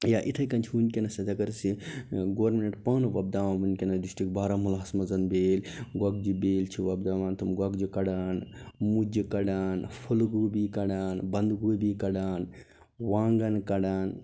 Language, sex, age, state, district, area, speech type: Kashmiri, male, 45-60, Jammu and Kashmir, Baramulla, rural, spontaneous